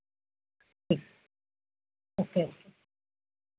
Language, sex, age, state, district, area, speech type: Hindi, female, 18-30, Madhya Pradesh, Harda, rural, conversation